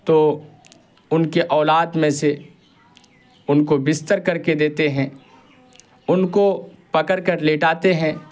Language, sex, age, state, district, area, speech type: Urdu, male, 18-30, Bihar, Purnia, rural, spontaneous